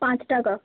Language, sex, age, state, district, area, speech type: Bengali, female, 18-30, West Bengal, South 24 Parganas, rural, conversation